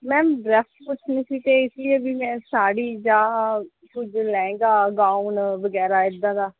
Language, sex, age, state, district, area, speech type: Punjabi, female, 18-30, Punjab, Barnala, urban, conversation